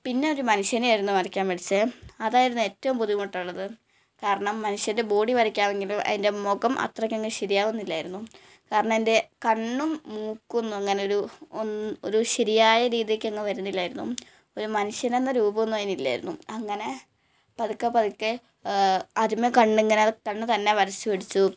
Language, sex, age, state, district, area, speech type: Malayalam, female, 18-30, Kerala, Malappuram, rural, spontaneous